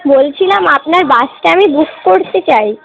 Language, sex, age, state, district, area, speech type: Bengali, female, 18-30, West Bengal, Darjeeling, urban, conversation